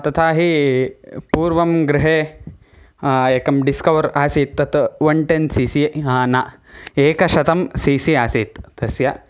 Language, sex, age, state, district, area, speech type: Sanskrit, male, 18-30, Karnataka, Chikkamagaluru, rural, spontaneous